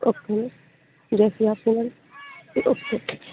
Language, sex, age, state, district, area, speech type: Hindi, female, 18-30, Rajasthan, Bharatpur, rural, conversation